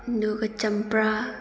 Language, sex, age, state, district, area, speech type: Manipuri, female, 30-45, Manipur, Thoubal, rural, spontaneous